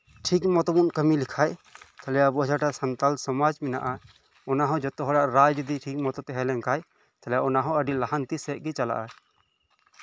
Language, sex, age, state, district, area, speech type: Santali, male, 18-30, West Bengal, Birbhum, rural, spontaneous